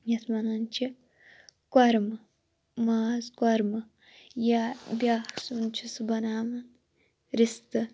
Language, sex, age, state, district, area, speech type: Kashmiri, female, 18-30, Jammu and Kashmir, Shopian, rural, spontaneous